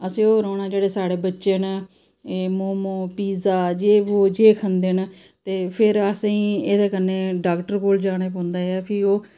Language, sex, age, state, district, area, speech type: Dogri, female, 30-45, Jammu and Kashmir, Samba, rural, spontaneous